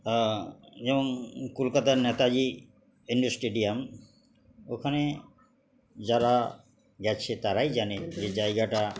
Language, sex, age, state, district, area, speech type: Bengali, male, 60+, West Bengal, Uttar Dinajpur, urban, spontaneous